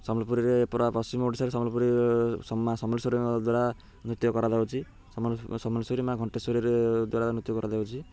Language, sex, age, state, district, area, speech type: Odia, male, 30-45, Odisha, Ganjam, urban, spontaneous